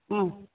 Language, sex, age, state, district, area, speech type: Malayalam, female, 45-60, Kerala, Thiruvananthapuram, urban, conversation